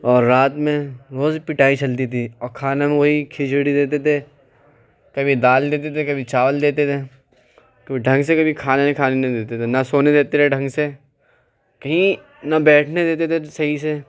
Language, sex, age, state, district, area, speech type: Urdu, male, 18-30, Uttar Pradesh, Ghaziabad, urban, spontaneous